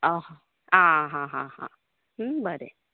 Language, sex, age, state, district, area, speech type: Goan Konkani, female, 30-45, Goa, Canacona, rural, conversation